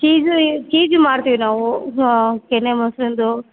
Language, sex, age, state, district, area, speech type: Kannada, female, 30-45, Karnataka, Bellary, rural, conversation